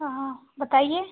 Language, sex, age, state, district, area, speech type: Hindi, female, 18-30, Uttar Pradesh, Ghazipur, urban, conversation